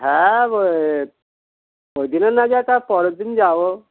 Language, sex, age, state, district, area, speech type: Bengali, male, 45-60, West Bengal, Dakshin Dinajpur, rural, conversation